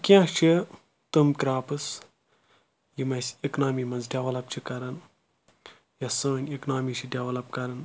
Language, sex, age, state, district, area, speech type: Kashmiri, male, 30-45, Jammu and Kashmir, Anantnag, rural, spontaneous